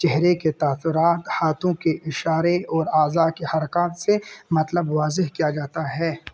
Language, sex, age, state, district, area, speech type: Urdu, male, 18-30, Uttar Pradesh, Balrampur, rural, spontaneous